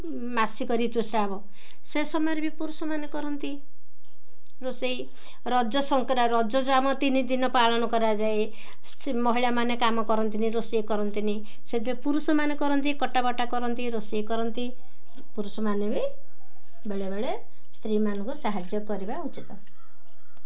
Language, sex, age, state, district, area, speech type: Odia, female, 45-60, Odisha, Ganjam, urban, spontaneous